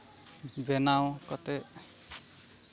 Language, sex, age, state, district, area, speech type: Santali, male, 30-45, West Bengal, Malda, rural, spontaneous